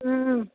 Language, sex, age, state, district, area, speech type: Maithili, female, 60+, Bihar, Purnia, rural, conversation